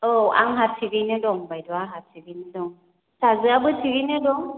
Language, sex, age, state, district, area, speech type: Bodo, female, 30-45, Assam, Kokrajhar, urban, conversation